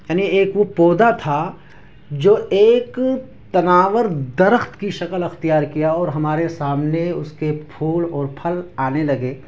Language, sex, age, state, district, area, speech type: Urdu, male, 18-30, Delhi, East Delhi, urban, spontaneous